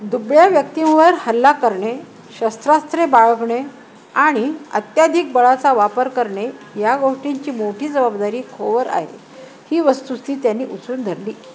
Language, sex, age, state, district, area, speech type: Marathi, female, 60+, Maharashtra, Nanded, urban, read